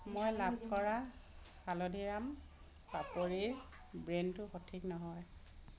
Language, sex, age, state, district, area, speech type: Assamese, female, 30-45, Assam, Dhemaji, rural, read